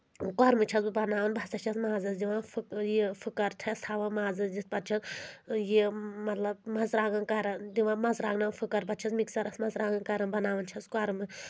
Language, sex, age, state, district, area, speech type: Kashmiri, female, 30-45, Jammu and Kashmir, Anantnag, rural, spontaneous